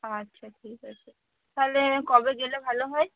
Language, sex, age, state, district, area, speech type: Bengali, female, 18-30, West Bengal, Cooch Behar, rural, conversation